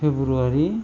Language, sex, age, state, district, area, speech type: Marathi, male, 60+, Maharashtra, Amravati, rural, spontaneous